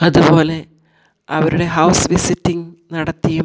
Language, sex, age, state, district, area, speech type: Malayalam, female, 45-60, Kerala, Kollam, rural, spontaneous